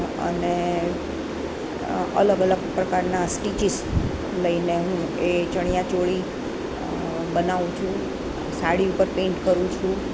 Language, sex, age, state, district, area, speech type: Gujarati, female, 60+, Gujarat, Rajkot, urban, spontaneous